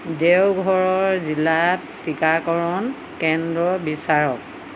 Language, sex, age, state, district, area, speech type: Assamese, female, 60+, Assam, Golaghat, urban, read